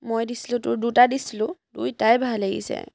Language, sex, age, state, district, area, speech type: Assamese, female, 18-30, Assam, Charaideo, urban, spontaneous